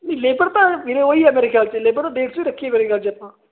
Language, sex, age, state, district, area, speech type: Punjabi, male, 18-30, Punjab, Fazilka, urban, conversation